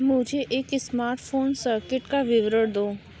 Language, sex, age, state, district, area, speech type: Hindi, female, 45-60, Uttar Pradesh, Mirzapur, rural, read